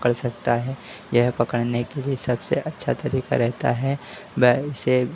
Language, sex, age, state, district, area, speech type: Hindi, male, 30-45, Madhya Pradesh, Harda, urban, spontaneous